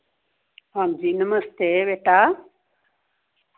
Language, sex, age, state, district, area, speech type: Dogri, female, 45-60, Jammu and Kashmir, Samba, rural, conversation